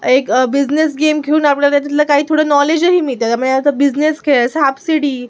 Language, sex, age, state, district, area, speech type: Marathi, female, 18-30, Maharashtra, Sindhudurg, urban, spontaneous